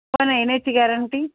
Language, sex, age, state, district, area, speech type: Marathi, female, 45-60, Maharashtra, Nanded, urban, conversation